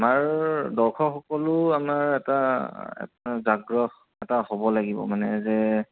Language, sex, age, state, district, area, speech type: Assamese, male, 30-45, Assam, Goalpara, urban, conversation